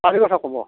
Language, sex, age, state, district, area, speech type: Assamese, male, 45-60, Assam, Barpeta, rural, conversation